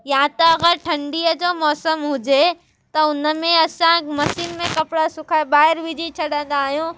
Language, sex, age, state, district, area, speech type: Sindhi, female, 18-30, Gujarat, Surat, urban, spontaneous